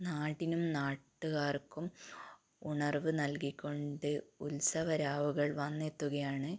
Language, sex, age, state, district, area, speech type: Malayalam, female, 18-30, Kerala, Kannur, rural, spontaneous